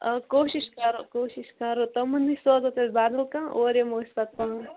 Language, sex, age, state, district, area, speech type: Kashmiri, female, 18-30, Jammu and Kashmir, Bandipora, rural, conversation